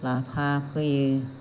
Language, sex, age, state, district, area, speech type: Bodo, female, 45-60, Assam, Chirang, rural, spontaneous